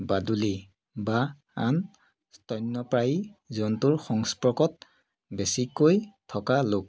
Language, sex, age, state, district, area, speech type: Assamese, male, 30-45, Assam, Biswanath, rural, spontaneous